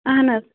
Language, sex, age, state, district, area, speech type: Kashmiri, female, 30-45, Jammu and Kashmir, Anantnag, rural, conversation